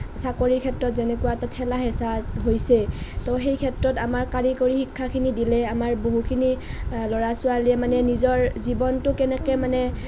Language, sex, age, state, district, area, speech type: Assamese, female, 18-30, Assam, Nalbari, rural, spontaneous